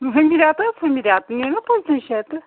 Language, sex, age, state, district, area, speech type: Kashmiri, female, 45-60, Jammu and Kashmir, Srinagar, urban, conversation